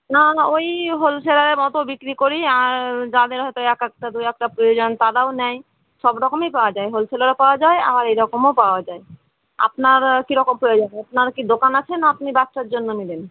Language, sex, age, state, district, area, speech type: Bengali, female, 30-45, West Bengal, Murshidabad, rural, conversation